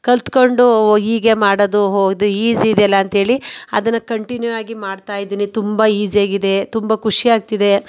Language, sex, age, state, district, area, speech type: Kannada, female, 30-45, Karnataka, Mandya, rural, spontaneous